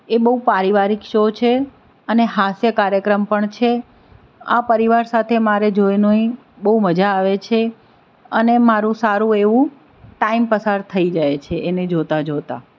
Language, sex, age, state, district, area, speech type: Gujarati, female, 45-60, Gujarat, Anand, urban, spontaneous